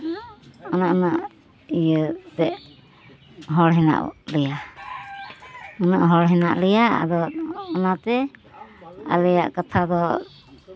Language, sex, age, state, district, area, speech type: Santali, female, 45-60, West Bengal, Uttar Dinajpur, rural, spontaneous